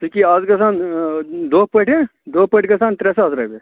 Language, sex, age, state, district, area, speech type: Kashmiri, male, 30-45, Jammu and Kashmir, Budgam, rural, conversation